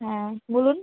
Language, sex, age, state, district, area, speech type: Bengali, female, 18-30, West Bengal, Alipurduar, rural, conversation